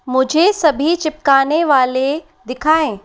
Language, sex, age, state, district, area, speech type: Hindi, male, 18-30, Rajasthan, Jaipur, urban, read